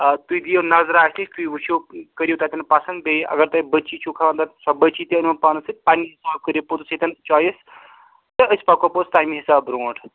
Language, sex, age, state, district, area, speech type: Kashmiri, male, 30-45, Jammu and Kashmir, Srinagar, urban, conversation